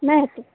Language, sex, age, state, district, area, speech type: Maithili, female, 18-30, Bihar, Saharsa, rural, conversation